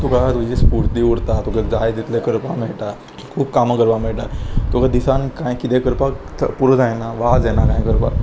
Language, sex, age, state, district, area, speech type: Goan Konkani, male, 18-30, Goa, Salcete, urban, spontaneous